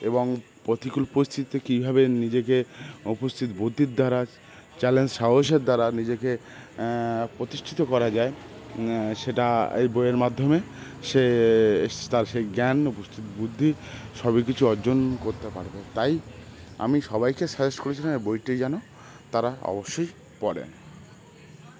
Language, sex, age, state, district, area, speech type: Bengali, male, 30-45, West Bengal, Howrah, urban, spontaneous